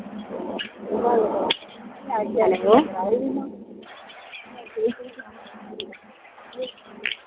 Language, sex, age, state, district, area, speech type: Dogri, female, 18-30, Jammu and Kashmir, Udhampur, rural, conversation